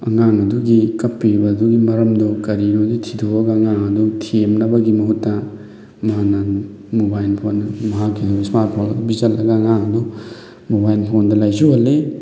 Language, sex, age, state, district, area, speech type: Manipuri, male, 30-45, Manipur, Thoubal, rural, spontaneous